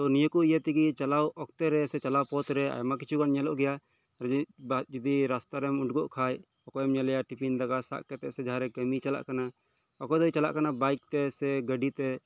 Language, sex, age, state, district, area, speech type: Santali, male, 18-30, West Bengal, Birbhum, rural, spontaneous